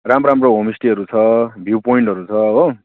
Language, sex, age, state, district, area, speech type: Nepali, male, 30-45, West Bengal, Jalpaiguri, urban, conversation